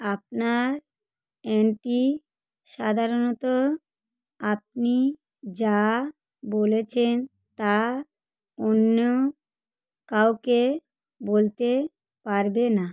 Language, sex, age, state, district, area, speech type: Bengali, female, 45-60, West Bengal, South 24 Parganas, rural, read